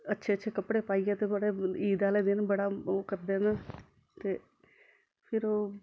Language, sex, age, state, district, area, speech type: Dogri, female, 45-60, Jammu and Kashmir, Samba, urban, spontaneous